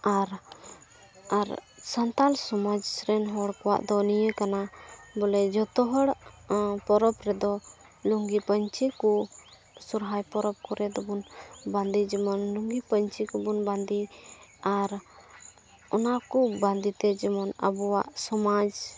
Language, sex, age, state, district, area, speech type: Santali, female, 18-30, Jharkhand, Pakur, rural, spontaneous